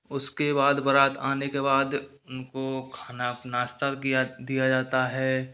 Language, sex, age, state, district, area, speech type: Hindi, male, 30-45, Rajasthan, Karauli, rural, spontaneous